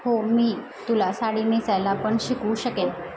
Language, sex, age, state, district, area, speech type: Marathi, female, 30-45, Maharashtra, Osmanabad, rural, read